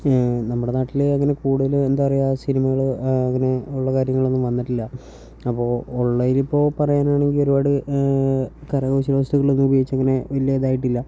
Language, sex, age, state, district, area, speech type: Malayalam, male, 18-30, Kerala, Wayanad, rural, spontaneous